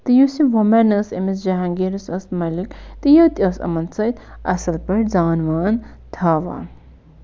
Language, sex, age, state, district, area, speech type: Kashmiri, female, 45-60, Jammu and Kashmir, Budgam, rural, spontaneous